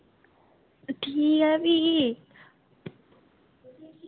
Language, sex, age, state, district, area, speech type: Dogri, female, 18-30, Jammu and Kashmir, Udhampur, rural, conversation